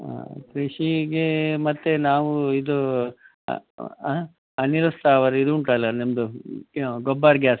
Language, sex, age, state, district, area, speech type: Kannada, male, 60+, Karnataka, Udupi, rural, conversation